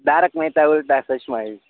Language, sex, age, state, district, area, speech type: Gujarati, male, 18-30, Gujarat, Anand, rural, conversation